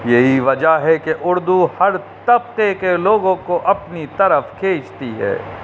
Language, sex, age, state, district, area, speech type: Urdu, male, 30-45, Uttar Pradesh, Rampur, urban, spontaneous